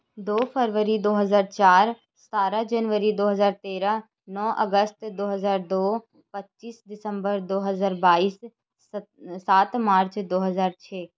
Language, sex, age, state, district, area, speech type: Punjabi, female, 18-30, Punjab, Shaheed Bhagat Singh Nagar, rural, spontaneous